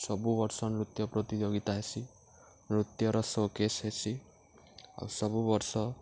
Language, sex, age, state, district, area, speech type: Odia, male, 18-30, Odisha, Subarnapur, urban, spontaneous